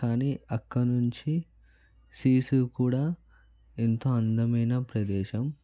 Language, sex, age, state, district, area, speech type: Telugu, male, 30-45, Telangana, Vikarabad, urban, spontaneous